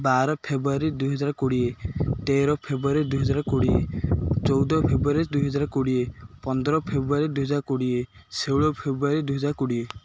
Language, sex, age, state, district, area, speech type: Odia, male, 18-30, Odisha, Ganjam, urban, spontaneous